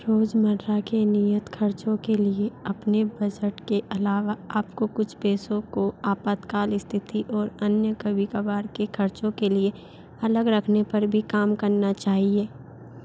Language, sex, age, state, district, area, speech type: Hindi, female, 60+, Madhya Pradesh, Bhopal, urban, read